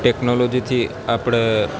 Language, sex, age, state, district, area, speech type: Gujarati, male, 18-30, Gujarat, Junagadh, urban, spontaneous